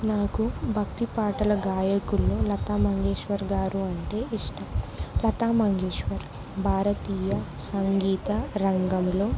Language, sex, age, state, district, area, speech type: Telugu, female, 18-30, Telangana, Ranga Reddy, rural, spontaneous